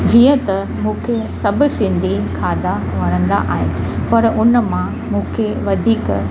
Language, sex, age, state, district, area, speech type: Sindhi, female, 60+, Maharashtra, Mumbai Suburban, urban, spontaneous